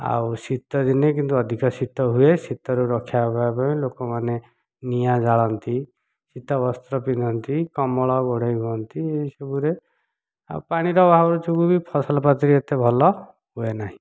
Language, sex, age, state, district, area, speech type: Odia, male, 45-60, Odisha, Dhenkanal, rural, spontaneous